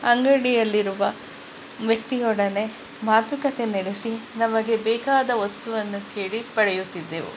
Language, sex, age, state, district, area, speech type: Kannada, female, 45-60, Karnataka, Kolar, urban, spontaneous